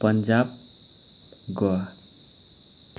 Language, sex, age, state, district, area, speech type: Nepali, male, 18-30, West Bengal, Kalimpong, rural, spontaneous